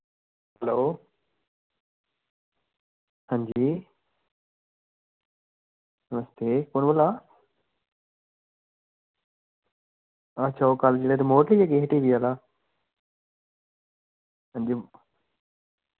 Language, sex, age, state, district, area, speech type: Dogri, male, 18-30, Jammu and Kashmir, Samba, rural, conversation